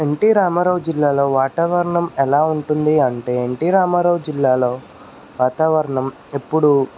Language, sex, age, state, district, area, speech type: Telugu, male, 30-45, Andhra Pradesh, N T Rama Rao, urban, spontaneous